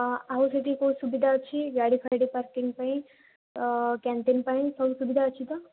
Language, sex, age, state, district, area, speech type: Odia, female, 18-30, Odisha, Jajpur, rural, conversation